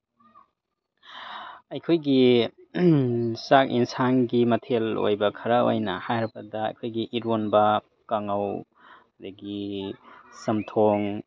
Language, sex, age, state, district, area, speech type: Manipuri, male, 30-45, Manipur, Tengnoupal, urban, spontaneous